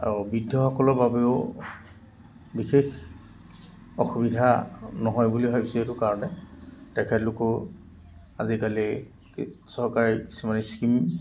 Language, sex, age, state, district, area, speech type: Assamese, male, 60+, Assam, Dibrugarh, urban, spontaneous